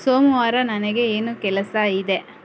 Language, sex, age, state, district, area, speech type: Kannada, female, 30-45, Karnataka, Kolar, urban, read